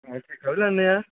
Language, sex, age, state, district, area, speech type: Dogri, male, 18-30, Jammu and Kashmir, Kathua, rural, conversation